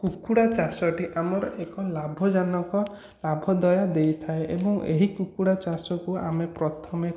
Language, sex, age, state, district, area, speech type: Odia, male, 18-30, Odisha, Khordha, rural, spontaneous